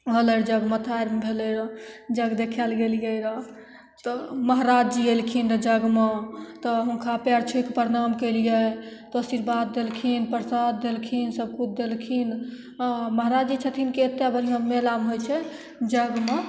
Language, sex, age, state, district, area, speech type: Maithili, female, 18-30, Bihar, Begusarai, rural, spontaneous